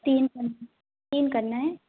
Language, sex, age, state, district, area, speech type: Hindi, female, 18-30, Madhya Pradesh, Katni, urban, conversation